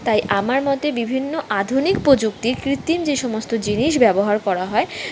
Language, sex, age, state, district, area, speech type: Bengali, female, 18-30, West Bengal, Kolkata, urban, spontaneous